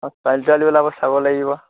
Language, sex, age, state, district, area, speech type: Assamese, male, 18-30, Assam, Sivasagar, rural, conversation